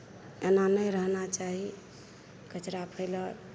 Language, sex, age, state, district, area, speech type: Maithili, female, 45-60, Bihar, Madhepura, rural, spontaneous